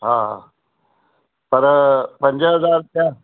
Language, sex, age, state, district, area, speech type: Sindhi, male, 60+, Maharashtra, Mumbai Suburban, urban, conversation